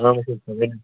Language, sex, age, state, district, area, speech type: Kashmiri, male, 18-30, Jammu and Kashmir, Ganderbal, rural, conversation